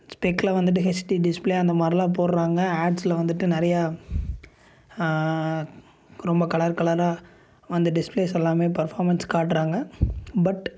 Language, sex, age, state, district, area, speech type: Tamil, male, 18-30, Tamil Nadu, Coimbatore, urban, spontaneous